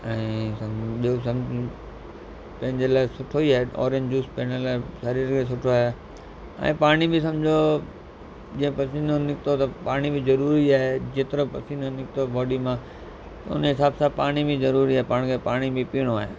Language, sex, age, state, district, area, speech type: Sindhi, male, 45-60, Gujarat, Kutch, rural, spontaneous